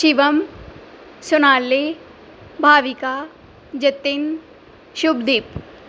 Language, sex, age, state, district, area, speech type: Punjabi, female, 18-30, Punjab, Pathankot, urban, spontaneous